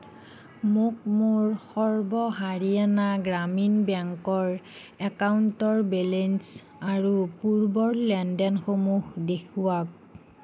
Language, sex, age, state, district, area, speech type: Assamese, female, 45-60, Assam, Nagaon, rural, read